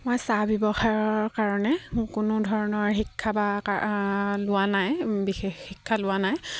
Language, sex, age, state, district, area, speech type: Assamese, female, 18-30, Assam, Sivasagar, rural, spontaneous